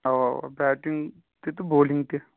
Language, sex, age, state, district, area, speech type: Kashmiri, male, 18-30, Jammu and Kashmir, Kulgam, rural, conversation